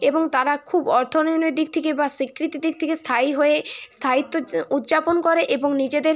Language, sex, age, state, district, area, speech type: Bengali, female, 18-30, West Bengal, Bankura, urban, spontaneous